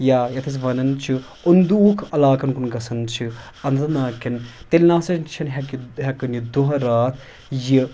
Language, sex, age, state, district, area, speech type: Kashmiri, male, 30-45, Jammu and Kashmir, Anantnag, rural, spontaneous